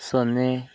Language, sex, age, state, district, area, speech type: Kannada, male, 60+, Karnataka, Bangalore Rural, urban, read